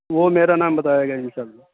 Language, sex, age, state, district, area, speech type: Urdu, male, 18-30, Uttar Pradesh, Saharanpur, urban, conversation